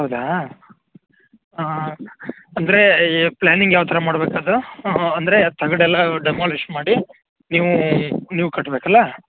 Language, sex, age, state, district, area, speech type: Kannada, male, 18-30, Karnataka, Koppal, rural, conversation